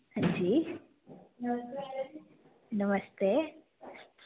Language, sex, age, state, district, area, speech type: Dogri, female, 18-30, Jammu and Kashmir, Reasi, rural, conversation